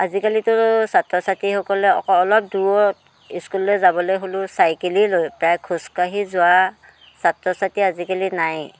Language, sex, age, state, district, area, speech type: Assamese, female, 60+, Assam, Dhemaji, rural, spontaneous